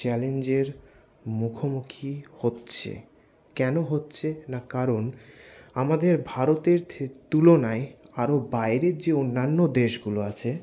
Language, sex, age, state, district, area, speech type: Bengali, male, 60+, West Bengal, Paschim Bardhaman, urban, spontaneous